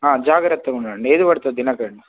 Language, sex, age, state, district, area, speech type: Telugu, male, 18-30, Telangana, Kamareddy, urban, conversation